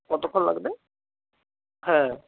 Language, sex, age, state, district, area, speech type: Bengali, male, 18-30, West Bengal, North 24 Parganas, rural, conversation